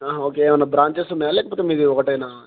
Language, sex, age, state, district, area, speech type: Telugu, male, 18-30, Telangana, Jangaon, rural, conversation